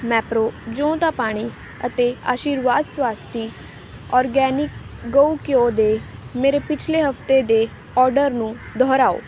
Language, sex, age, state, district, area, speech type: Punjabi, female, 18-30, Punjab, Ludhiana, rural, read